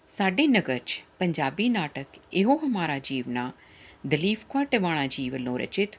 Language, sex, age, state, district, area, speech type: Punjabi, female, 45-60, Punjab, Ludhiana, urban, spontaneous